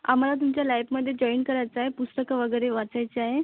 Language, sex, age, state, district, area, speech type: Marathi, female, 18-30, Maharashtra, Akola, rural, conversation